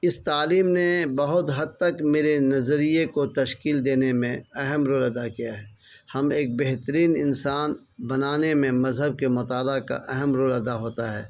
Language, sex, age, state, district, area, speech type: Urdu, male, 45-60, Bihar, Araria, rural, spontaneous